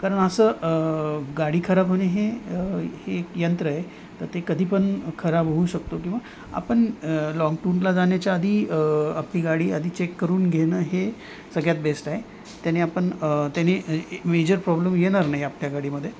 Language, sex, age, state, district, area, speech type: Marathi, male, 30-45, Maharashtra, Nanded, rural, spontaneous